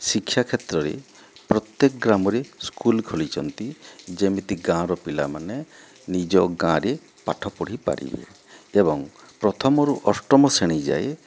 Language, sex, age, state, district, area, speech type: Odia, male, 45-60, Odisha, Boudh, rural, spontaneous